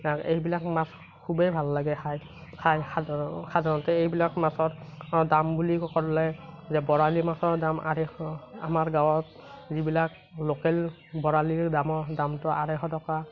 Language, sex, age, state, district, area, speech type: Assamese, male, 30-45, Assam, Morigaon, rural, spontaneous